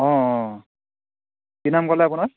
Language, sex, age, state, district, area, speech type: Assamese, male, 18-30, Assam, Dibrugarh, urban, conversation